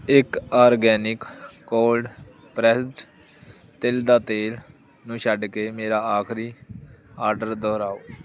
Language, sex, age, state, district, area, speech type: Punjabi, male, 18-30, Punjab, Hoshiarpur, rural, read